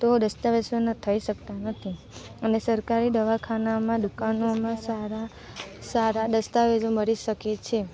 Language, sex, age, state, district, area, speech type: Gujarati, female, 18-30, Gujarat, Narmada, urban, spontaneous